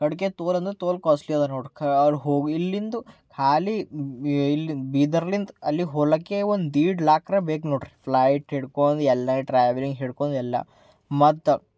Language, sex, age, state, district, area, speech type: Kannada, male, 18-30, Karnataka, Bidar, urban, spontaneous